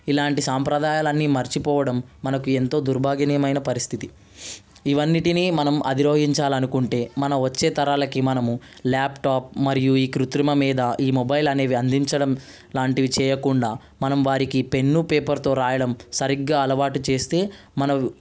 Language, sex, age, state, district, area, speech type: Telugu, male, 18-30, Telangana, Ranga Reddy, urban, spontaneous